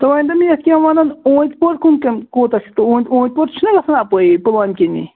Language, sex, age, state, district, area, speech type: Kashmiri, male, 30-45, Jammu and Kashmir, Pulwama, rural, conversation